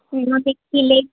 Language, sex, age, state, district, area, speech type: Odia, female, 18-30, Odisha, Sundergarh, urban, conversation